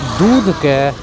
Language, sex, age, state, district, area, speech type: Maithili, male, 45-60, Bihar, Madhubani, rural, spontaneous